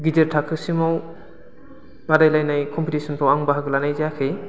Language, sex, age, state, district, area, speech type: Bodo, male, 30-45, Assam, Udalguri, rural, spontaneous